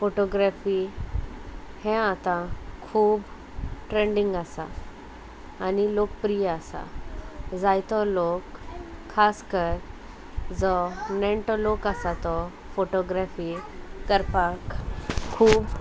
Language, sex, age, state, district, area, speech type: Goan Konkani, female, 18-30, Goa, Salcete, rural, spontaneous